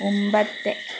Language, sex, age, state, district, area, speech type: Malayalam, female, 18-30, Kerala, Wayanad, rural, read